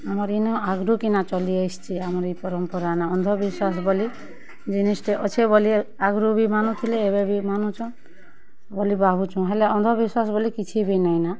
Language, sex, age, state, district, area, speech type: Odia, female, 30-45, Odisha, Kalahandi, rural, spontaneous